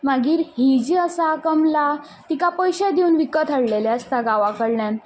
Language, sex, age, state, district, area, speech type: Goan Konkani, female, 18-30, Goa, Quepem, rural, spontaneous